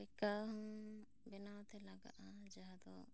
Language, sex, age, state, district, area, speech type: Santali, female, 30-45, West Bengal, Bankura, rural, spontaneous